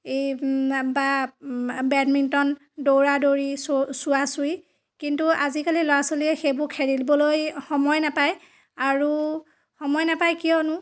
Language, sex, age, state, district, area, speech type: Assamese, female, 30-45, Assam, Dhemaji, rural, spontaneous